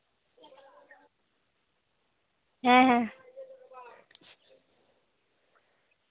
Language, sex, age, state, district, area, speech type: Santali, female, 18-30, West Bengal, Purulia, rural, conversation